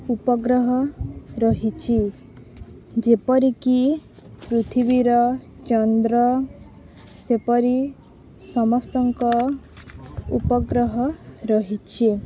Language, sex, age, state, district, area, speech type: Odia, female, 18-30, Odisha, Balangir, urban, spontaneous